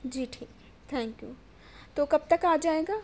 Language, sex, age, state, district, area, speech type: Urdu, female, 18-30, Telangana, Hyderabad, urban, spontaneous